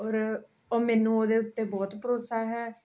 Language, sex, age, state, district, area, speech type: Punjabi, female, 45-60, Punjab, Ludhiana, urban, spontaneous